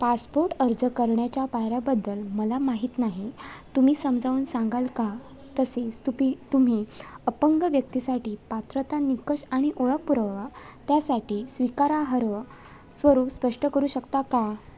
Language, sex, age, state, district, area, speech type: Marathi, female, 18-30, Maharashtra, Sindhudurg, rural, read